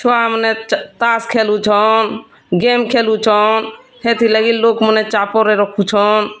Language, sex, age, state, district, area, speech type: Odia, female, 45-60, Odisha, Bargarh, urban, spontaneous